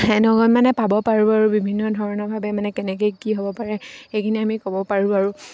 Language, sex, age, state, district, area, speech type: Assamese, female, 30-45, Assam, Sivasagar, rural, spontaneous